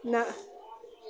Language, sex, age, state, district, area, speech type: Kashmiri, male, 18-30, Jammu and Kashmir, Kulgam, rural, read